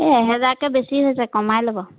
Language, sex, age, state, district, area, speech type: Assamese, female, 30-45, Assam, Biswanath, rural, conversation